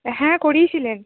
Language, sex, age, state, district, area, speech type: Bengali, female, 18-30, West Bengal, Cooch Behar, urban, conversation